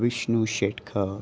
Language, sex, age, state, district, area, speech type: Goan Konkani, male, 30-45, Goa, Salcete, rural, spontaneous